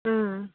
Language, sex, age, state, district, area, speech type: Bodo, female, 18-30, Assam, Udalguri, rural, conversation